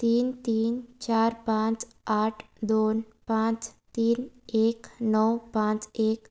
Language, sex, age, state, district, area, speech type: Goan Konkani, female, 18-30, Goa, Salcete, rural, read